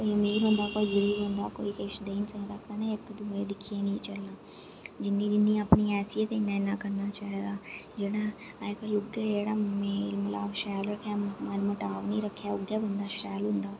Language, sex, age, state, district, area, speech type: Dogri, female, 18-30, Jammu and Kashmir, Reasi, urban, spontaneous